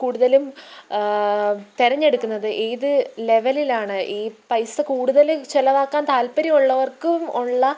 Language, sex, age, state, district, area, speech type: Malayalam, female, 18-30, Kerala, Pathanamthitta, rural, spontaneous